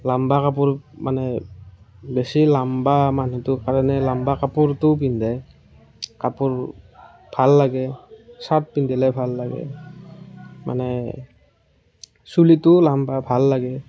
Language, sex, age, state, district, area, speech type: Assamese, male, 30-45, Assam, Morigaon, rural, spontaneous